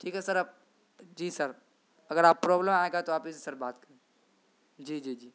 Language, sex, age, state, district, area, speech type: Urdu, male, 18-30, Bihar, Saharsa, rural, spontaneous